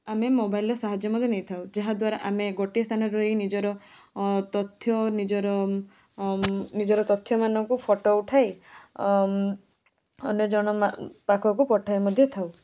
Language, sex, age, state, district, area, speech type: Odia, female, 18-30, Odisha, Balasore, rural, spontaneous